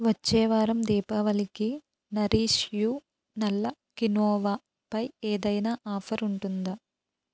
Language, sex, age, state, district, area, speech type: Telugu, female, 30-45, Andhra Pradesh, Eluru, rural, read